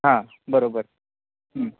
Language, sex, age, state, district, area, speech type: Marathi, male, 18-30, Maharashtra, Sindhudurg, rural, conversation